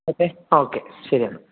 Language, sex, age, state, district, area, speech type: Malayalam, male, 18-30, Kerala, Wayanad, rural, conversation